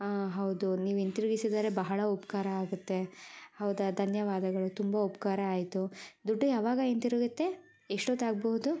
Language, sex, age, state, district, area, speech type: Kannada, female, 18-30, Karnataka, Shimoga, rural, spontaneous